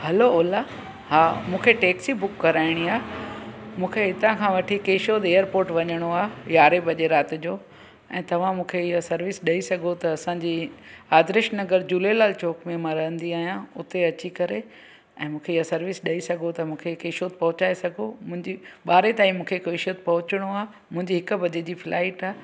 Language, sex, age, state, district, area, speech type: Sindhi, female, 45-60, Gujarat, Junagadh, rural, spontaneous